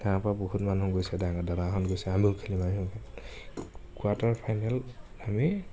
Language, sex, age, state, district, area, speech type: Assamese, male, 30-45, Assam, Nagaon, rural, spontaneous